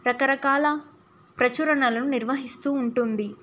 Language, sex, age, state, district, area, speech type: Telugu, female, 18-30, Telangana, Ranga Reddy, urban, spontaneous